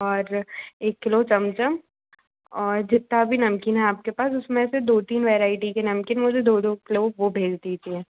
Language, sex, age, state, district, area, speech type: Hindi, female, 45-60, Madhya Pradesh, Bhopal, urban, conversation